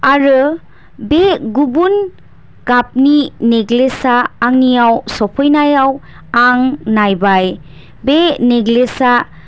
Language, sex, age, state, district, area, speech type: Bodo, female, 18-30, Assam, Chirang, rural, spontaneous